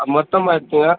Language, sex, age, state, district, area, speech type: Tamil, male, 18-30, Tamil Nadu, Madurai, rural, conversation